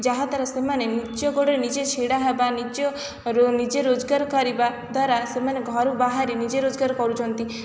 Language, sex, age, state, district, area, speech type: Odia, female, 18-30, Odisha, Kendrapara, urban, spontaneous